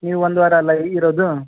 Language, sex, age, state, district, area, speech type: Kannada, male, 18-30, Karnataka, Gadag, rural, conversation